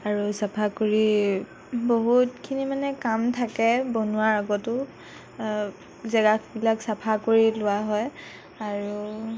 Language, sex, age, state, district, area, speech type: Assamese, female, 18-30, Assam, Nagaon, rural, spontaneous